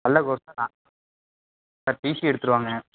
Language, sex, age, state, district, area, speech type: Tamil, male, 18-30, Tamil Nadu, Tiruvarur, rural, conversation